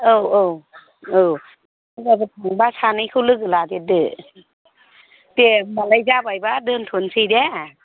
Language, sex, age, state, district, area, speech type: Bodo, female, 60+, Assam, Chirang, rural, conversation